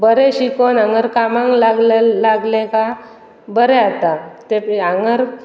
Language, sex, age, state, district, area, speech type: Goan Konkani, female, 30-45, Goa, Pernem, rural, spontaneous